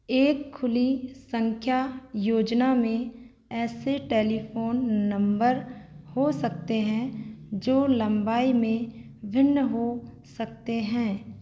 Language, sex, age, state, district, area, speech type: Hindi, female, 30-45, Madhya Pradesh, Seoni, rural, read